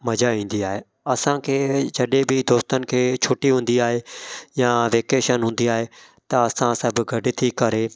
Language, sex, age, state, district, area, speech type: Sindhi, male, 30-45, Gujarat, Kutch, rural, spontaneous